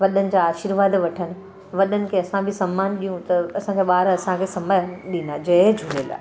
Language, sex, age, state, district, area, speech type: Sindhi, female, 45-60, Gujarat, Surat, urban, spontaneous